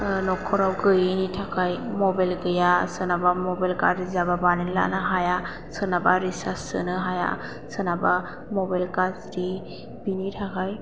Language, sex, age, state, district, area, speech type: Bodo, female, 18-30, Assam, Chirang, rural, spontaneous